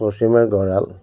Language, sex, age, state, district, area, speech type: Assamese, male, 60+, Assam, Tinsukia, rural, spontaneous